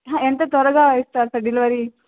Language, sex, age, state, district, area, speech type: Telugu, female, 18-30, Andhra Pradesh, Chittoor, rural, conversation